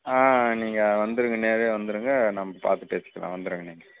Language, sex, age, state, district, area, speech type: Tamil, male, 18-30, Tamil Nadu, Dharmapuri, rural, conversation